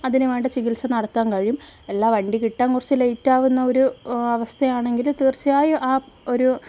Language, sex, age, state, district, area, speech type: Malayalam, female, 18-30, Kerala, Kannur, rural, spontaneous